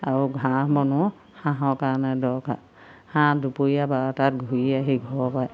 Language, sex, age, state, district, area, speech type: Assamese, female, 60+, Assam, Golaghat, urban, spontaneous